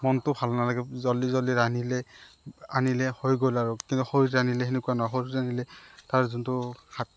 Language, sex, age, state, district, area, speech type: Assamese, male, 30-45, Assam, Morigaon, rural, spontaneous